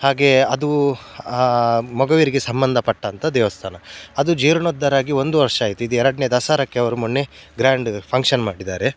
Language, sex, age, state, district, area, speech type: Kannada, male, 30-45, Karnataka, Udupi, rural, spontaneous